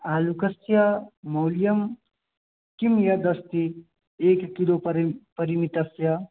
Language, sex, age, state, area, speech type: Sanskrit, male, 18-30, Bihar, rural, conversation